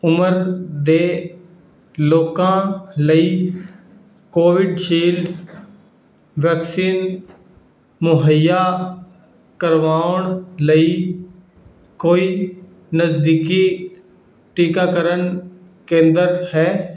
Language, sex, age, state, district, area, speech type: Punjabi, male, 18-30, Punjab, Fazilka, rural, read